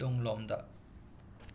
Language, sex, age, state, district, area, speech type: Manipuri, male, 30-45, Manipur, Imphal West, urban, read